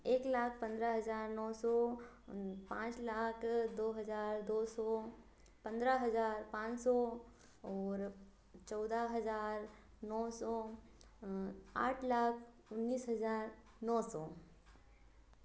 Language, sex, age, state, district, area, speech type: Hindi, female, 18-30, Madhya Pradesh, Ujjain, urban, spontaneous